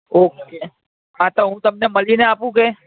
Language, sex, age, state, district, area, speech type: Gujarati, male, 18-30, Gujarat, Ahmedabad, urban, conversation